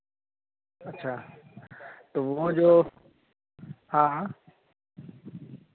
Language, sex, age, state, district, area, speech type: Hindi, male, 18-30, Bihar, Vaishali, rural, conversation